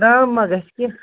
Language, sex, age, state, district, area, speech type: Kashmiri, male, 60+, Jammu and Kashmir, Baramulla, rural, conversation